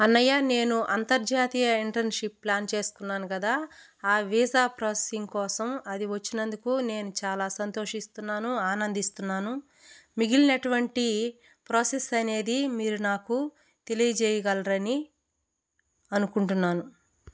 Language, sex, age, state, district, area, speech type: Telugu, female, 30-45, Andhra Pradesh, Kadapa, rural, spontaneous